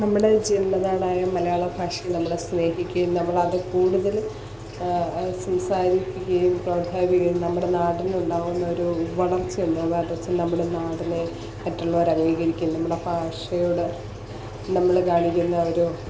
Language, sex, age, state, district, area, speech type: Malayalam, female, 30-45, Kerala, Kollam, rural, spontaneous